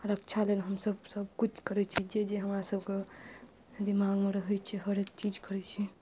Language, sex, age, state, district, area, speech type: Maithili, female, 30-45, Bihar, Madhubani, rural, spontaneous